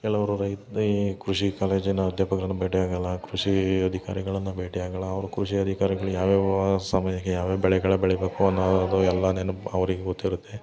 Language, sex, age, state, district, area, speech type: Kannada, male, 30-45, Karnataka, Hassan, rural, spontaneous